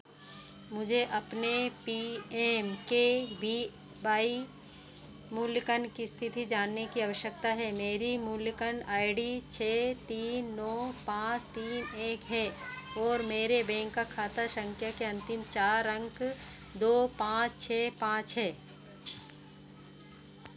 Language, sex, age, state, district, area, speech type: Hindi, female, 45-60, Madhya Pradesh, Seoni, urban, read